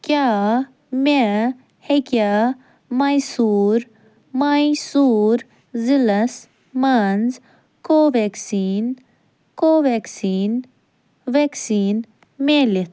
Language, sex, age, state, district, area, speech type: Kashmiri, female, 18-30, Jammu and Kashmir, Ganderbal, rural, read